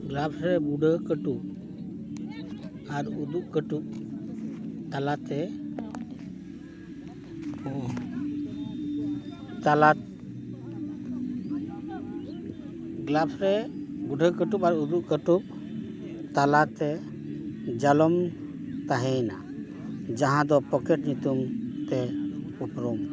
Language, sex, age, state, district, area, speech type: Santali, male, 45-60, West Bengal, Dakshin Dinajpur, rural, read